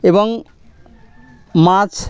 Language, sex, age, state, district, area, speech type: Bengali, male, 30-45, West Bengal, Birbhum, urban, spontaneous